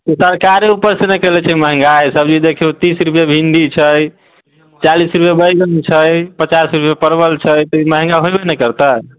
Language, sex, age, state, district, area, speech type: Maithili, male, 30-45, Bihar, Muzaffarpur, rural, conversation